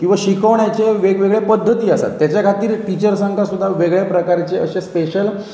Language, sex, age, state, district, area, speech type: Goan Konkani, male, 30-45, Goa, Pernem, rural, spontaneous